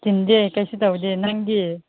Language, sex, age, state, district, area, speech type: Manipuri, female, 18-30, Manipur, Chandel, rural, conversation